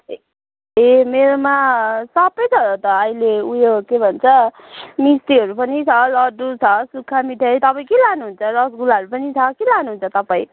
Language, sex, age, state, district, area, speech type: Nepali, female, 60+, West Bengal, Kalimpong, rural, conversation